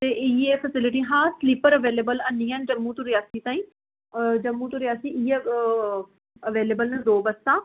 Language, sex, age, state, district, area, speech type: Dogri, female, 30-45, Jammu and Kashmir, Reasi, urban, conversation